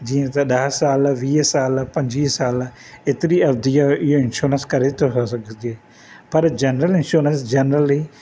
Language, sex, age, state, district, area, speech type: Sindhi, male, 45-60, Maharashtra, Thane, urban, spontaneous